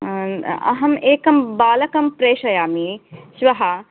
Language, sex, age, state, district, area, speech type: Sanskrit, female, 30-45, Karnataka, Bangalore Urban, urban, conversation